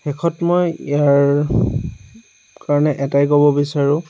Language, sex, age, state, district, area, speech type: Assamese, male, 18-30, Assam, Lakhimpur, rural, spontaneous